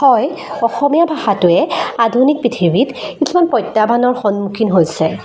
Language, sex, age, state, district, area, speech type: Assamese, female, 18-30, Assam, Jorhat, rural, spontaneous